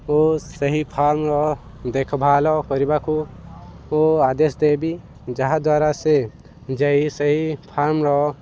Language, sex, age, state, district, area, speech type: Odia, male, 18-30, Odisha, Balangir, urban, spontaneous